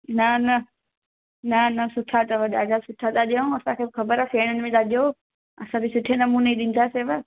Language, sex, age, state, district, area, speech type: Sindhi, female, 18-30, Gujarat, Junagadh, rural, conversation